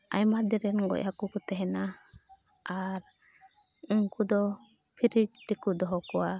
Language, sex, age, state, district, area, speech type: Santali, female, 30-45, Jharkhand, Pakur, rural, spontaneous